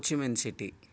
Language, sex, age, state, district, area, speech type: Sanskrit, male, 45-60, Karnataka, Bangalore Urban, urban, spontaneous